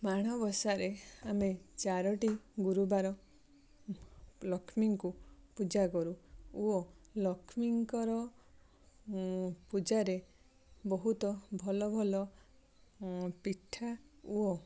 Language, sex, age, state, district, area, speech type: Odia, female, 30-45, Odisha, Balasore, rural, spontaneous